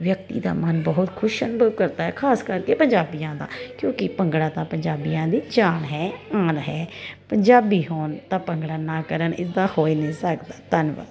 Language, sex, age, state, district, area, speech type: Punjabi, female, 30-45, Punjab, Kapurthala, urban, spontaneous